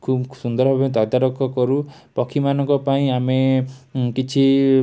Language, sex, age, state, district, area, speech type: Odia, male, 18-30, Odisha, Cuttack, urban, spontaneous